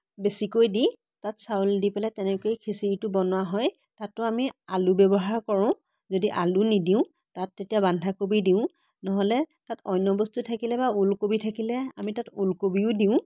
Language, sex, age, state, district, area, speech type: Assamese, female, 30-45, Assam, Biswanath, rural, spontaneous